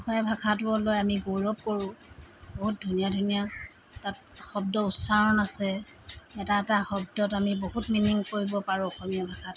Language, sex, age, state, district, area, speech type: Assamese, female, 45-60, Assam, Tinsukia, rural, spontaneous